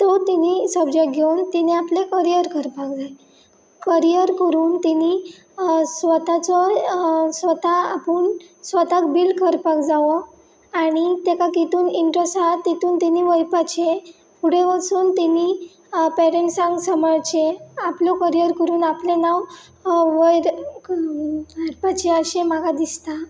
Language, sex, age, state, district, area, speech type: Goan Konkani, female, 18-30, Goa, Pernem, rural, spontaneous